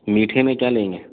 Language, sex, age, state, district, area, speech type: Urdu, male, 30-45, Delhi, North East Delhi, urban, conversation